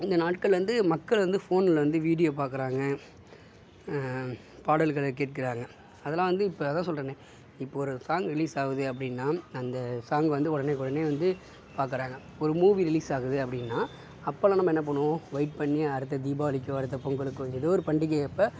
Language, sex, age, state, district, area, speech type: Tamil, male, 60+, Tamil Nadu, Sivaganga, urban, spontaneous